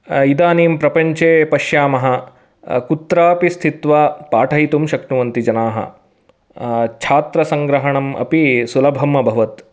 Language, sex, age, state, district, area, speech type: Sanskrit, male, 30-45, Karnataka, Mysore, urban, spontaneous